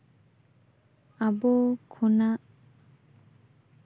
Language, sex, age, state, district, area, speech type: Santali, female, 18-30, West Bengal, Bankura, rural, spontaneous